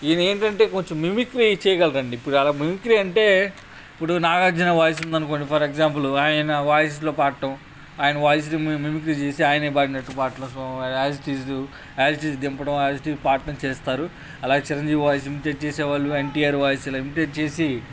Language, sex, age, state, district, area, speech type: Telugu, male, 30-45, Andhra Pradesh, Bapatla, rural, spontaneous